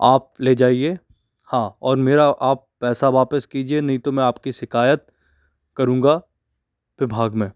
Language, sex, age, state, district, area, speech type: Hindi, male, 45-60, Madhya Pradesh, Bhopal, urban, spontaneous